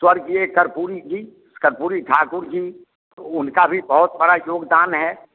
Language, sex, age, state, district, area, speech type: Hindi, male, 60+, Bihar, Vaishali, rural, conversation